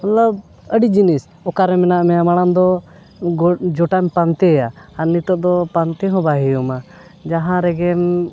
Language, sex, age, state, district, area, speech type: Santali, male, 30-45, Jharkhand, Bokaro, rural, spontaneous